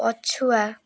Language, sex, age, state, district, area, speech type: Odia, female, 18-30, Odisha, Kendrapara, urban, read